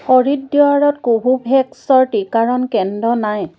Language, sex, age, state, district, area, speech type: Assamese, female, 60+, Assam, Biswanath, rural, read